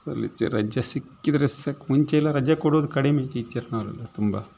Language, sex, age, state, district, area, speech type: Kannada, male, 45-60, Karnataka, Udupi, rural, spontaneous